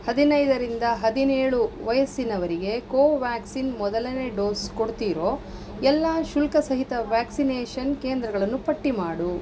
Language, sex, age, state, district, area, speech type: Kannada, female, 45-60, Karnataka, Mysore, urban, read